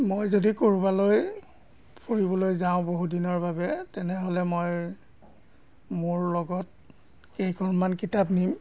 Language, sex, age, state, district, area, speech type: Assamese, male, 60+, Assam, Golaghat, rural, spontaneous